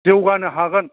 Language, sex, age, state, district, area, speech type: Bodo, male, 60+, Assam, Chirang, rural, conversation